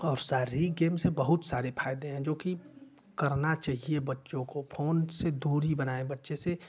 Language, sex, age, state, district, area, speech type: Hindi, male, 18-30, Uttar Pradesh, Ghazipur, rural, spontaneous